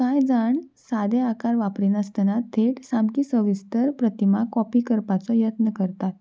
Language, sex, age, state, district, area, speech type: Goan Konkani, female, 18-30, Goa, Salcete, urban, spontaneous